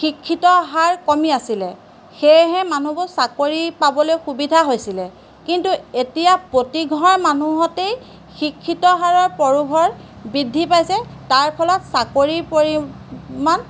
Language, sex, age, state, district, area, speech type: Assamese, female, 45-60, Assam, Golaghat, rural, spontaneous